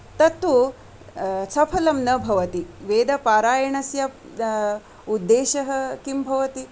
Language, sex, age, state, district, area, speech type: Sanskrit, female, 45-60, Karnataka, Shimoga, urban, spontaneous